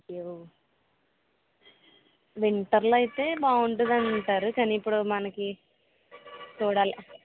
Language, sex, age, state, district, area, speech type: Telugu, female, 18-30, Andhra Pradesh, Eluru, rural, conversation